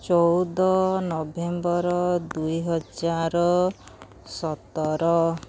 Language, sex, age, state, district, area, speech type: Odia, female, 45-60, Odisha, Sundergarh, rural, spontaneous